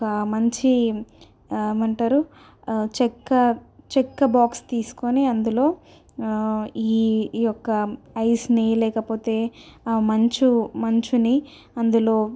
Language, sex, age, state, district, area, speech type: Telugu, female, 18-30, Telangana, Ranga Reddy, rural, spontaneous